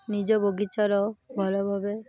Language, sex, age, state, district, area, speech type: Odia, female, 18-30, Odisha, Malkangiri, urban, spontaneous